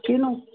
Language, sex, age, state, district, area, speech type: Punjabi, female, 60+, Punjab, Fazilka, rural, conversation